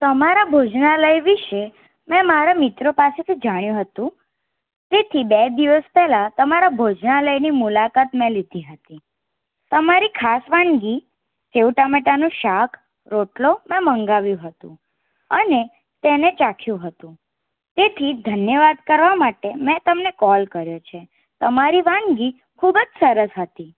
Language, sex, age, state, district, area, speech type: Gujarati, female, 18-30, Gujarat, Anand, urban, conversation